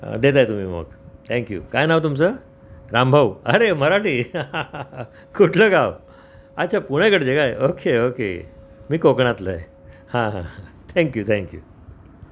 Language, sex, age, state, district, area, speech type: Marathi, male, 60+, Maharashtra, Mumbai Suburban, urban, spontaneous